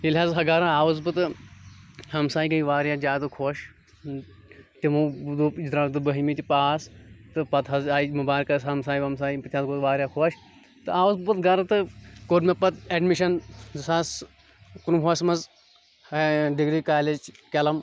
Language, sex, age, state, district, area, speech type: Kashmiri, male, 18-30, Jammu and Kashmir, Kulgam, rural, spontaneous